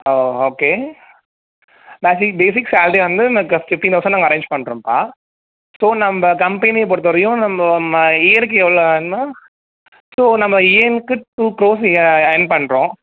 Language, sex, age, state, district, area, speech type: Tamil, male, 30-45, Tamil Nadu, Ariyalur, rural, conversation